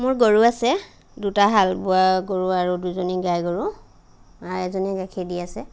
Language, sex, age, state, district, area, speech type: Assamese, female, 30-45, Assam, Lakhimpur, rural, spontaneous